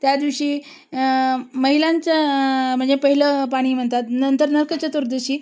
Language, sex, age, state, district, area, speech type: Marathi, female, 30-45, Maharashtra, Osmanabad, rural, spontaneous